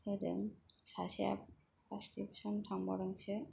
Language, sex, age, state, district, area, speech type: Bodo, female, 18-30, Assam, Kokrajhar, urban, spontaneous